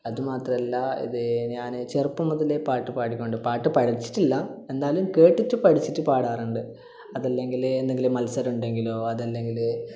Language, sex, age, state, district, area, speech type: Malayalam, male, 18-30, Kerala, Kasaragod, urban, spontaneous